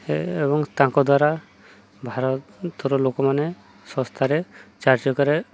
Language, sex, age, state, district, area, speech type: Odia, male, 30-45, Odisha, Subarnapur, urban, spontaneous